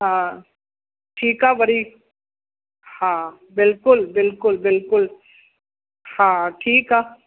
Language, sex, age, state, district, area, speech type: Sindhi, female, 60+, Uttar Pradesh, Lucknow, rural, conversation